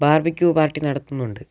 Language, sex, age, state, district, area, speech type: Malayalam, male, 18-30, Kerala, Wayanad, rural, spontaneous